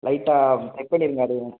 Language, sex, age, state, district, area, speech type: Tamil, male, 18-30, Tamil Nadu, Sivaganga, rural, conversation